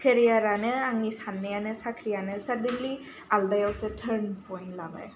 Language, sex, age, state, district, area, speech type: Bodo, female, 18-30, Assam, Kokrajhar, urban, spontaneous